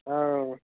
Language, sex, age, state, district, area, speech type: Assamese, male, 30-45, Assam, Dhemaji, rural, conversation